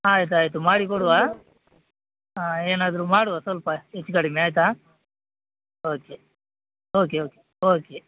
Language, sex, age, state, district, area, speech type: Kannada, male, 30-45, Karnataka, Udupi, rural, conversation